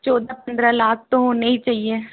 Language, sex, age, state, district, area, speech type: Hindi, female, 18-30, Rajasthan, Jaipur, rural, conversation